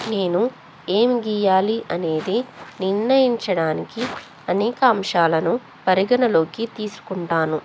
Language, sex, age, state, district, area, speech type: Telugu, female, 18-30, Telangana, Ranga Reddy, urban, spontaneous